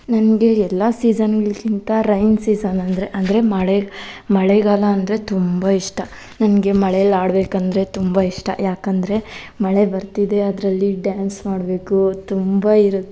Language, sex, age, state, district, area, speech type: Kannada, female, 18-30, Karnataka, Kolar, rural, spontaneous